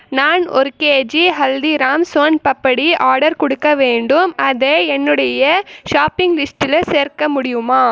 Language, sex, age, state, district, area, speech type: Tamil, female, 18-30, Tamil Nadu, Krishnagiri, rural, read